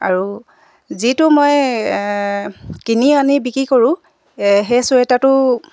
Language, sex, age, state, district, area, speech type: Assamese, female, 45-60, Assam, Dibrugarh, rural, spontaneous